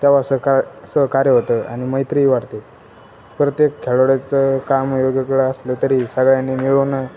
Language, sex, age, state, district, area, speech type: Marathi, male, 18-30, Maharashtra, Jalna, urban, spontaneous